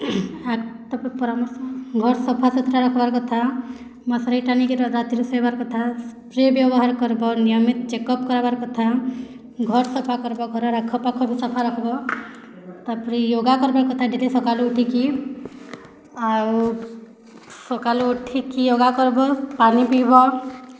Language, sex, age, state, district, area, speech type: Odia, female, 18-30, Odisha, Bargarh, urban, spontaneous